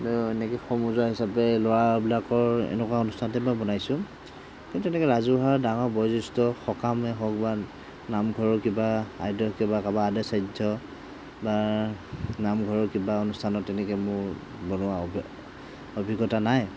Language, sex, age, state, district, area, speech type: Assamese, male, 45-60, Assam, Morigaon, rural, spontaneous